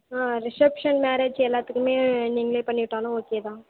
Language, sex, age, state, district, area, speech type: Tamil, female, 18-30, Tamil Nadu, Thanjavur, rural, conversation